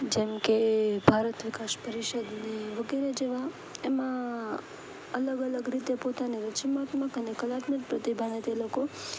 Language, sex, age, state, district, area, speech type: Gujarati, female, 18-30, Gujarat, Rajkot, urban, spontaneous